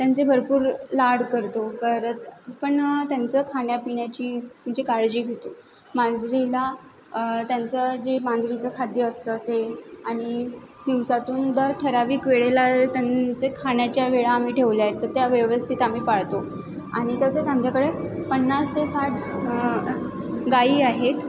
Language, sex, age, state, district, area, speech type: Marathi, female, 18-30, Maharashtra, Mumbai City, urban, spontaneous